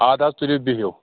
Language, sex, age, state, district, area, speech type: Kashmiri, male, 18-30, Jammu and Kashmir, Pulwama, rural, conversation